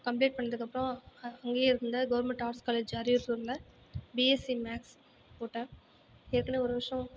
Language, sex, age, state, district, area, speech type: Tamil, female, 30-45, Tamil Nadu, Ariyalur, rural, spontaneous